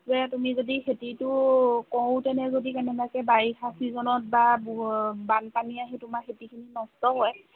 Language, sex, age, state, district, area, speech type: Assamese, female, 18-30, Assam, Majuli, urban, conversation